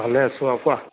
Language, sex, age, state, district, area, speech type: Assamese, male, 30-45, Assam, Sivasagar, urban, conversation